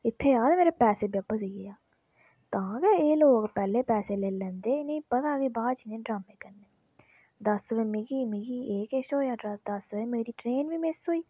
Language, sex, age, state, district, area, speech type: Dogri, female, 18-30, Jammu and Kashmir, Udhampur, rural, spontaneous